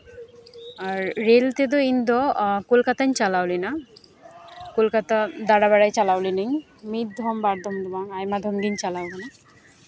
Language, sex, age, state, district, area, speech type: Santali, female, 18-30, West Bengal, Uttar Dinajpur, rural, spontaneous